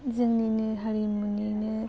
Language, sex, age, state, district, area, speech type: Bodo, female, 18-30, Assam, Baksa, rural, spontaneous